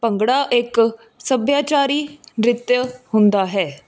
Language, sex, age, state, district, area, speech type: Punjabi, female, 18-30, Punjab, Fazilka, rural, spontaneous